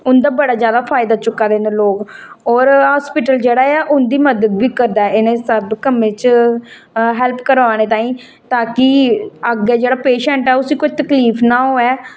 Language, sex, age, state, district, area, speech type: Dogri, female, 30-45, Jammu and Kashmir, Samba, rural, spontaneous